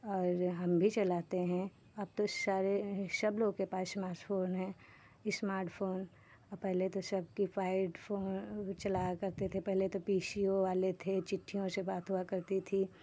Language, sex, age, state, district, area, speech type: Hindi, female, 30-45, Uttar Pradesh, Hardoi, rural, spontaneous